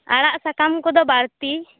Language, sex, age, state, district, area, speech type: Santali, female, 18-30, West Bengal, Purba Bardhaman, rural, conversation